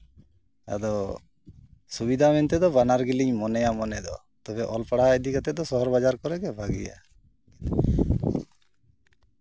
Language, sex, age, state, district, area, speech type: Santali, male, 45-60, West Bengal, Purulia, rural, spontaneous